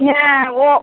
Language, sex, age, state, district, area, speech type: Bengali, female, 18-30, West Bengal, Murshidabad, rural, conversation